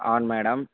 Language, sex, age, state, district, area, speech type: Telugu, male, 45-60, Andhra Pradesh, Visakhapatnam, urban, conversation